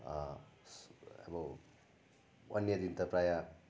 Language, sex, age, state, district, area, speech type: Nepali, male, 18-30, West Bengal, Darjeeling, rural, spontaneous